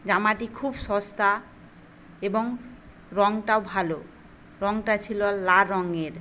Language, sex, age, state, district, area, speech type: Bengali, female, 45-60, West Bengal, Paschim Medinipur, rural, spontaneous